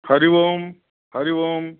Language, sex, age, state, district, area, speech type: Sanskrit, male, 45-60, Andhra Pradesh, Guntur, urban, conversation